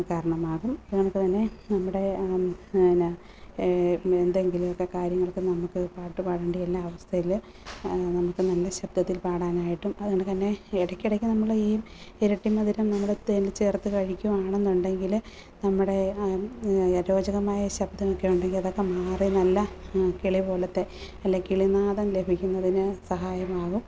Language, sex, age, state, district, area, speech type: Malayalam, female, 30-45, Kerala, Alappuzha, rural, spontaneous